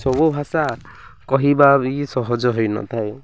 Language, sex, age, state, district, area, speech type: Odia, male, 45-60, Odisha, Koraput, urban, spontaneous